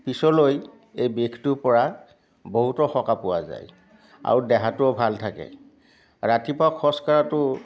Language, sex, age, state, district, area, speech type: Assamese, male, 60+, Assam, Biswanath, rural, spontaneous